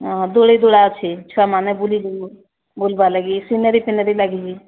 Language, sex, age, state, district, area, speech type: Odia, female, 45-60, Odisha, Sambalpur, rural, conversation